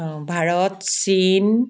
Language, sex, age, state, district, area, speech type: Assamese, female, 60+, Assam, Dibrugarh, rural, spontaneous